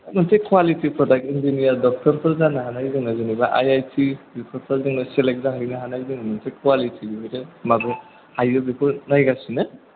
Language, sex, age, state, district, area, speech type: Bodo, male, 18-30, Assam, Chirang, rural, conversation